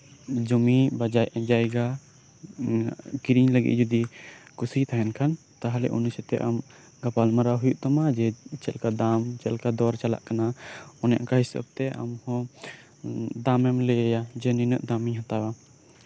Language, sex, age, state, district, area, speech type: Santali, male, 18-30, West Bengal, Birbhum, rural, spontaneous